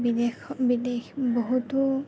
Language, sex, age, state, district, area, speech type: Assamese, female, 18-30, Assam, Kamrup Metropolitan, urban, spontaneous